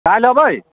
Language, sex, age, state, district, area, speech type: Maithili, male, 45-60, Bihar, Muzaffarpur, urban, conversation